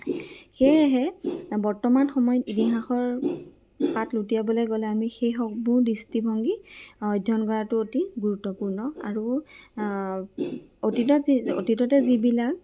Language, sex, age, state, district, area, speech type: Assamese, female, 18-30, Assam, Lakhimpur, rural, spontaneous